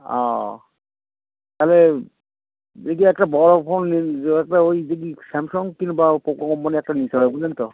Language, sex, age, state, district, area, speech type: Bengali, male, 60+, West Bengal, Howrah, urban, conversation